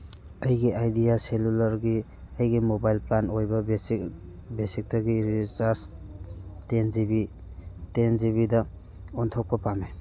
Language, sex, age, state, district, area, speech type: Manipuri, male, 30-45, Manipur, Churachandpur, rural, read